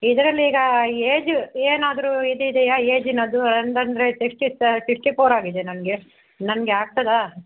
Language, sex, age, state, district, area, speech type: Kannada, female, 60+, Karnataka, Udupi, rural, conversation